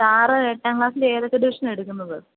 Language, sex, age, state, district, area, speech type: Malayalam, female, 30-45, Kerala, Pathanamthitta, rural, conversation